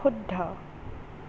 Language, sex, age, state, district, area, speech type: Assamese, female, 18-30, Assam, Nagaon, rural, read